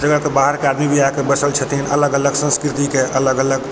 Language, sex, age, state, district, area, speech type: Maithili, male, 30-45, Bihar, Purnia, rural, spontaneous